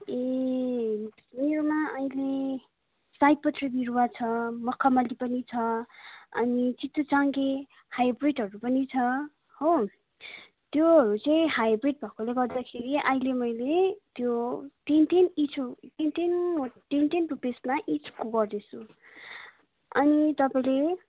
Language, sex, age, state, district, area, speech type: Nepali, female, 18-30, West Bengal, Kalimpong, rural, conversation